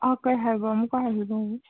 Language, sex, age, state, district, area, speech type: Manipuri, female, 18-30, Manipur, Senapati, urban, conversation